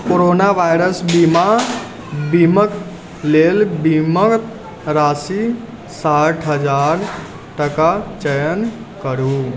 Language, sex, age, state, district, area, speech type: Maithili, male, 18-30, Bihar, Sitamarhi, rural, read